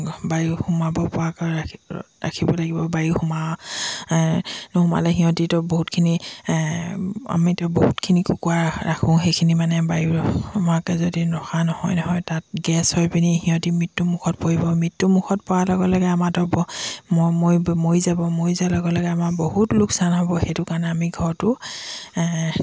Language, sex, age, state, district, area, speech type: Assamese, female, 45-60, Assam, Dibrugarh, rural, spontaneous